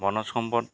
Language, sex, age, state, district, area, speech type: Assamese, male, 45-60, Assam, Goalpara, urban, spontaneous